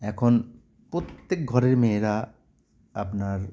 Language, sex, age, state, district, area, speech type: Bengali, male, 30-45, West Bengal, Cooch Behar, urban, spontaneous